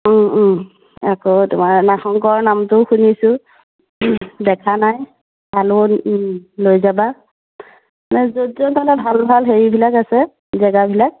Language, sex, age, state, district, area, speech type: Assamese, female, 30-45, Assam, Biswanath, rural, conversation